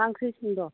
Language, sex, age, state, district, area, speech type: Bodo, female, 18-30, Assam, Baksa, rural, conversation